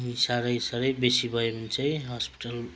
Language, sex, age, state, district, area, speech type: Nepali, male, 45-60, West Bengal, Kalimpong, rural, spontaneous